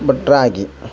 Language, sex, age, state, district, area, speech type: Kannada, male, 30-45, Karnataka, Vijayanagara, rural, spontaneous